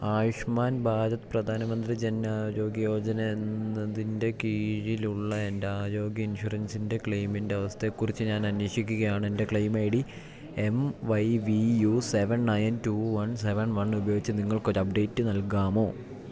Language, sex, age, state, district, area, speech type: Malayalam, male, 18-30, Kerala, Idukki, rural, read